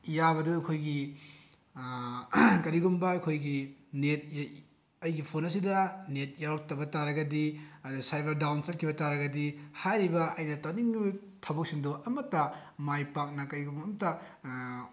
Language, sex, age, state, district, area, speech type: Manipuri, male, 18-30, Manipur, Bishnupur, rural, spontaneous